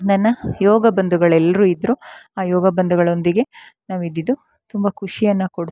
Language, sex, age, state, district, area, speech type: Kannada, female, 45-60, Karnataka, Chikkamagaluru, rural, spontaneous